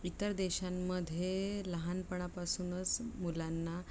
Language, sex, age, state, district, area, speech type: Marathi, female, 30-45, Maharashtra, Mumbai Suburban, urban, spontaneous